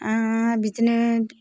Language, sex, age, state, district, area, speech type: Bodo, female, 60+, Assam, Kokrajhar, urban, spontaneous